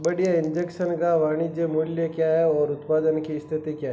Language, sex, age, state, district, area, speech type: Hindi, male, 18-30, Rajasthan, Nagaur, rural, read